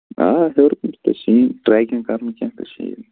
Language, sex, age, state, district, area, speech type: Kashmiri, male, 30-45, Jammu and Kashmir, Ganderbal, rural, conversation